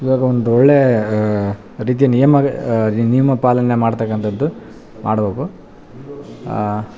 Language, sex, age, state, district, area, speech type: Kannada, male, 30-45, Karnataka, Bellary, urban, spontaneous